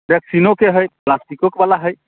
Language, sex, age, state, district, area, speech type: Maithili, male, 45-60, Bihar, Muzaffarpur, urban, conversation